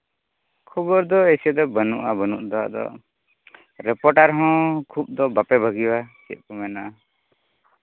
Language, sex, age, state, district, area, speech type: Santali, male, 18-30, Jharkhand, Pakur, rural, conversation